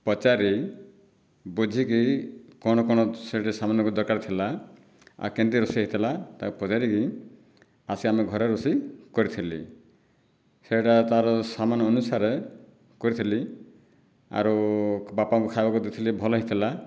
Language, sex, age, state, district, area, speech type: Odia, male, 60+, Odisha, Boudh, rural, spontaneous